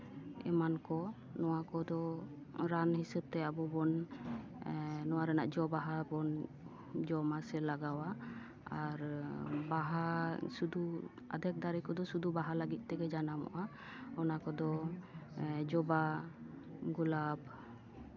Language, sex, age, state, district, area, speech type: Santali, female, 45-60, West Bengal, Paschim Bardhaman, urban, spontaneous